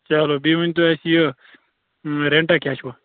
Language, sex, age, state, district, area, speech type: Kashmiri, male, 18-30, Jammu and Kashmir, Baramulla, urban, conversation